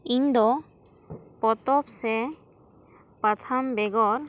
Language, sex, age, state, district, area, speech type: Santali, female, 18-30, West Bengal, Bankura, rural, spontaneous